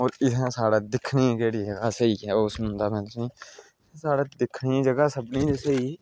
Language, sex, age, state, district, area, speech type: Dogri, male, 30-45, Jammu and Kashmir, Udhampur, rural, spontaneous